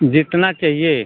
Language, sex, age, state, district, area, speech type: Hindi, male, 60+, Uttar Pradesh, Mau, urban, conversation